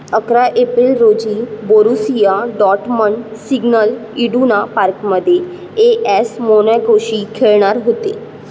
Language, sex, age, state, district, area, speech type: Marathi, female, 30-45, Maharashtra, Mumbai Suburban, urban, read